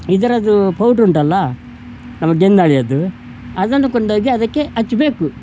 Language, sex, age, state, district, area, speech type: Kannada, male, 60+, Karnataka, Udupi, rural, spontaneous